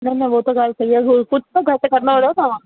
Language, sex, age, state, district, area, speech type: Sindhi, female, 30-45, Delhi, South Delhi, urban, conversation